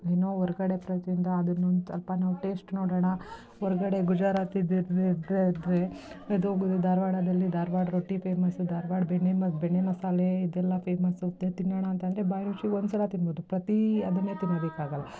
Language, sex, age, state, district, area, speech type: Kannada, female, 30-45, Karnataka, Mysore, rural, spontaneous